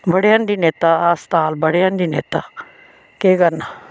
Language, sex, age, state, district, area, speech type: Dogri, female, 60+, Jammu and Kashmir, Reasi, rural, spontaneous